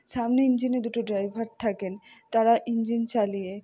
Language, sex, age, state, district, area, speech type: Bengali, female, 60+, West Bengal, Purba Bardhaman, rural, spontaneous